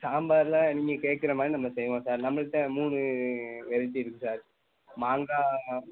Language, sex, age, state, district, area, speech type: Tamil, male, 18-30, Tamil Nadu, Tirunelveli, rural, conversation